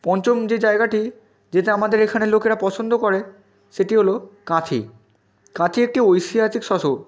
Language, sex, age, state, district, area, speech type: Bengali, male, 18-30, West Bengal, Purba Medinipur, rural, spontaneous